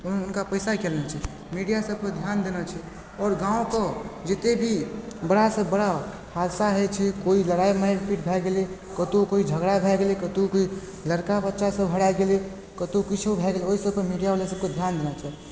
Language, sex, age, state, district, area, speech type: Maithili, male, 18-30, Bihar, Supaul, rural, spontaneous